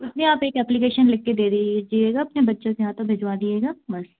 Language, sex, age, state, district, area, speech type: Hindi, female, 18-30, Madhya Pradesh, Gwalior, rural, conversation